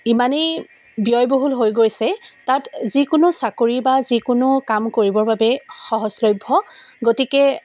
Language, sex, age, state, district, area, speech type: Assamese, female, 45-60, Assam, Dibrugarh, rural, spontaneous